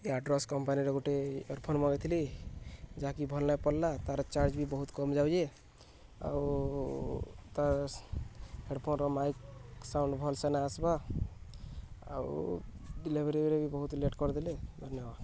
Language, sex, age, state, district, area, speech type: Odia, male, 18-30, Odisha, Subarnapur, urban, spontaneous